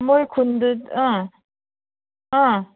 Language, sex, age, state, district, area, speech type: Manipuri, female, 18-30, Manipur, Kangpokpi, urban, conversation